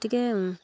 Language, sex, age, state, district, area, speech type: Assamese, female, 18-30, Assam, Dibrugarh, rural, spontaneous